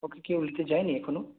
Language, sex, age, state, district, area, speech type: Bengali, male, 18-30, West Bengal, Purulia, rural, conversation